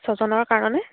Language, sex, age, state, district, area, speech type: Assamese, female, 18-30, Assam, Charaideo, rural, conversation